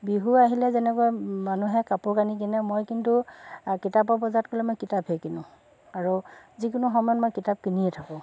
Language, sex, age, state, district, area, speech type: Assamese, female, 45-60, Assam, Dhemaji, urban, spontaneous